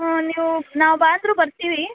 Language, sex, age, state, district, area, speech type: Kannada, female, 18-30, Karnataka, Gadag, rural, conversation